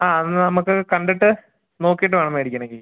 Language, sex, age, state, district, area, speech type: Malayalam, male, 18-30, Kerala, Idukki, rural, conversation